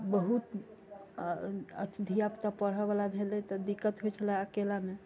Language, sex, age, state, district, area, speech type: Maithili, female, 60+, Bihar, Sitamarhi, rural, spontaneous